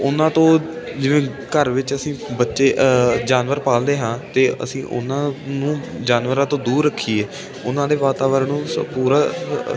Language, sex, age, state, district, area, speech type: Punjabi, male, 18-30, Punjab, Ludhiana, urban, spontaneous